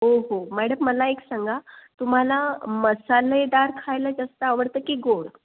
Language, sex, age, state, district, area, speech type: Marathi, female, 30-45, Maharashtra, Buldhana, urban, conversation